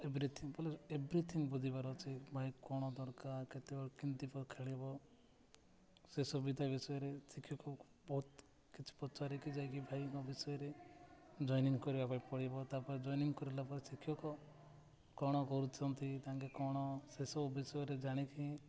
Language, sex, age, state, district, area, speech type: Odia, male, 18-30, Odisha, Nabarangpur, urban, spontaneous